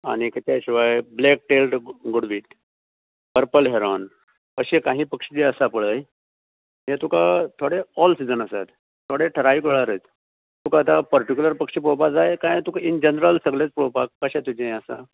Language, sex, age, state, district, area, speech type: Goan Konkani, male, 60+, Goa, Canacona, rural, conversation